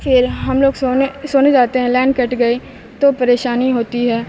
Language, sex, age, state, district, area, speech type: Urdu, female, 18-30, Bihar, Supaul, rural, spontaneous